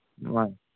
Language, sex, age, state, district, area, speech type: Manipuri, male, 18-30, Manipur, Kangpokpi, urban, conversation